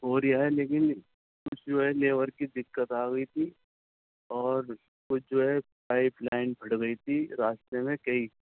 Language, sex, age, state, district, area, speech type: Urdu, male, 45-60, Delhi, South Delhi, urban, conversation